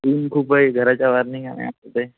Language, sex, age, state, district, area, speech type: Marathi, male, 18-30, Maharashtra, Washim, urban, conversation